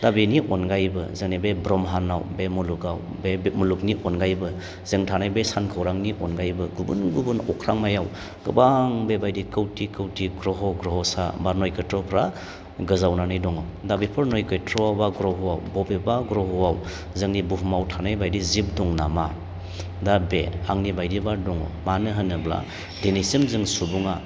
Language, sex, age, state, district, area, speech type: Bodo, male, 45-60, Assam, Baksa, urban, spontaneous